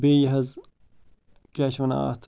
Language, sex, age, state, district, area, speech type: Kashmiri, male, 30-45, Jammu and Kashmir, Bandipora, rural, spontaneous